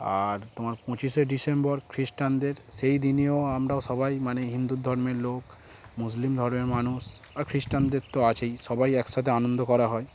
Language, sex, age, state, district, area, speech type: Bengali, male, 18-30, West Bengal, Darjeeling, urban, spontaneous